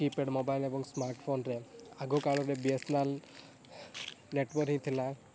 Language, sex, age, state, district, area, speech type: Odia, male, 18-30, Odisha, Rayagada, rural, spontaneous